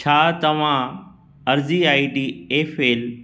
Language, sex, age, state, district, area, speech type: Sindhi, male, 45-60, Gujarat, Kutch, urban, read